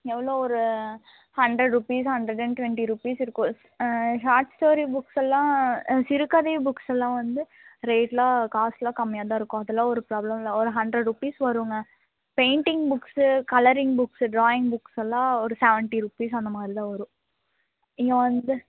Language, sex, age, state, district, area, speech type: Tamil, female, 18-30, Tamil Nadu, Coimbatore, rural, conversation